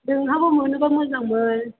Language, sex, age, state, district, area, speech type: Bodo, female, 18-30, Assam, Chirang, rural, conversation